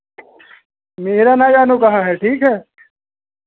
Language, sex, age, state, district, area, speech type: Hindi, male, 30-45, Uttar Pradesh, Hardoi, rural, conversation